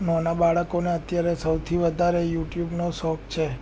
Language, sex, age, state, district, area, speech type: Gujarati, male, 18-30, Gujarat, Anand, urban, spontaneous